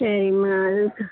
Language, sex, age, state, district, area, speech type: Tamil, female, 60+, Tamil Nadu, Namakkal, rural, conversation